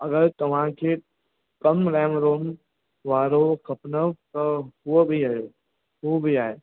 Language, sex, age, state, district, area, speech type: Sindhi, male, 18-30, Rajasthan, Ajmer, rural, conversation